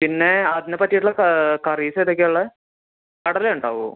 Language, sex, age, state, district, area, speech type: Malayalam, male, 18-30, Kerala, Thrissur, rural, conversation